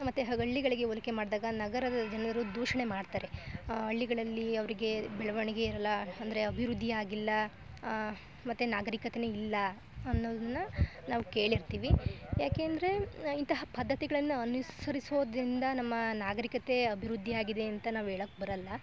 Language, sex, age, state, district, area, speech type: Kannada, female, 18-30, Karnataka, Chikkamagaluru, rural, spontaneous